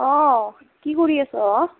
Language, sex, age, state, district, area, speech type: Assamese, female, 30-45, Assam, Nagaon, rural, conversation